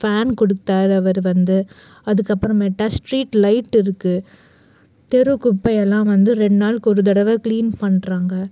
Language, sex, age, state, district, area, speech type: Tamil, female, 60+, Tamil Nadu, Cuddalore, urban, spontaneous